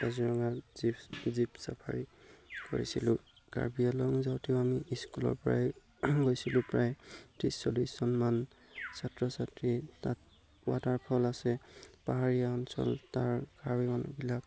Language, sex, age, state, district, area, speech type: Assamese, male, 18-30, Assam, Golaghat, rural, spontaneous